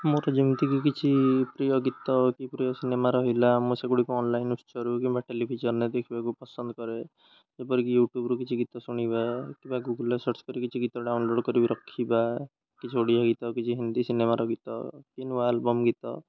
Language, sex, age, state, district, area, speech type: Odia, male, 18-30, Odisha, Jagatsinghpur, rural, spontaneous